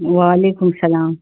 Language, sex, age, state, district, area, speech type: Urdu, female, 60+, Bihar, Khagaria, rural, conversation